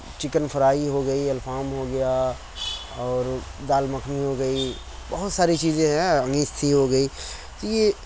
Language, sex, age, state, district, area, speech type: Urdu, male, 30-45, Uttar Pradesh, Mau, urban, spontaneous